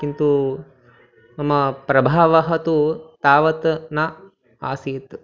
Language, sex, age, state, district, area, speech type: Sanskrit, male, 30-45, Telangana, Ranga Reddy, urban, spontaneous